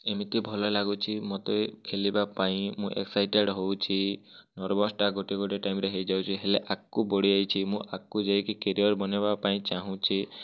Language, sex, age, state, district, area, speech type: Odia, male, 18-30, Odisha, Kalahandi, rural, spontaneous